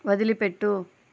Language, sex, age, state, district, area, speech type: Telugu, female, 30-45, Andhra Pradesh, Sri Balaji, rural, read